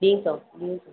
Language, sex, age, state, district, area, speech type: Sindhi, female, 45-60, Uttar Pradesh, Lucknow, rural, conversation